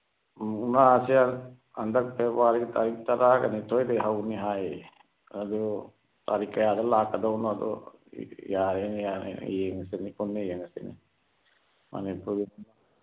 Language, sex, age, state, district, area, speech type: Manipuri, male, 60+, Manipur, Churachandpur, urban, conversation